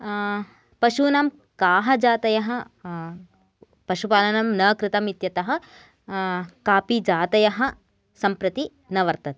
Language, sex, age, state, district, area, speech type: Sanskrit, female, 18-30, Karnataka, Gadag, urban, spontaneous